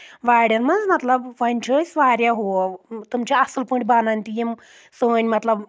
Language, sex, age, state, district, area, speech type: Kashmiri, female, 18-30, Jammu and Kashmir, Anantnag, rural, spontaneous